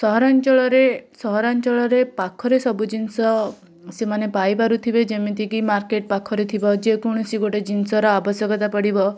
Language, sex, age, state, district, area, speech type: Odia, female, 18-30, Odisha, Bhadrak, rural, spontaneous